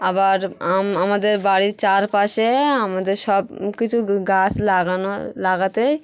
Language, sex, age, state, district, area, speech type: Bengali, female, 30-45, West Bengal, Hooghly, urban, spontaneous